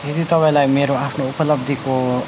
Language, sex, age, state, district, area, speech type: Nepali, male, 18-30, West Bengal, Darjeeling, rural, spontaneous